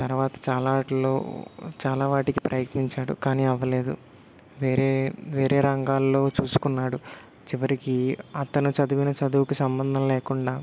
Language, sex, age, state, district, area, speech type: Telugu, male, 18-30, Telangana, Peddapalli, rural, spontaneous